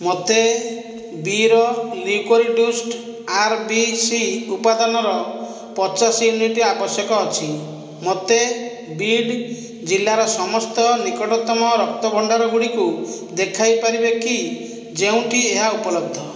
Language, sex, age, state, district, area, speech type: Odia, male, 45-60, Odisha, Khordha, rural, read